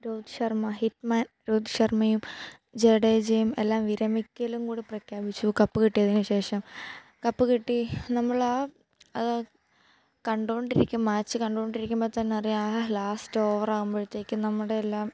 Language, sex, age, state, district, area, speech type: Malayalam, female, 18-30, Kerala, Kottayam, rural, spontaneous